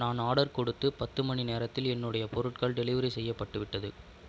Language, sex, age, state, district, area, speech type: Tamil, male, 18-30, Tamil Nadu, Viluppuram, urban, read